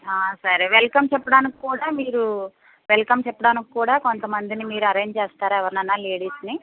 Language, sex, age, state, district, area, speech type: Telugu, female, 18-30, Andhra Pradesh, West Godavari, rural, conversation